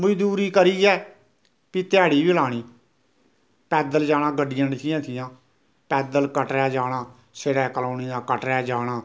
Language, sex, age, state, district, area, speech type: Dogri, male, 60+, Jammu and Kashmir, Reasi, rural, spontaneous